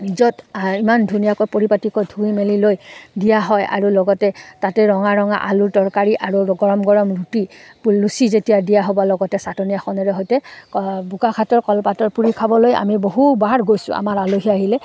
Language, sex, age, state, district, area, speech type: Assamese, female, 30-45, Assam, Udalguri, rural, spontaneous